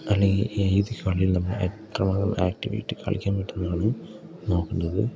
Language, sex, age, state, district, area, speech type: Malayalam, male, 18-30, Kerala, Idukki, rural, spontaneous